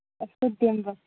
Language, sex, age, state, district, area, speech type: Kashmiri, female, 30-45, Jammu and Kashmir, Baramulla, rural, conversation